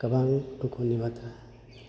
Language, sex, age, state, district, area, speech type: Bodo, male, 45-60, Assam, Udalguri, urban, spontaneous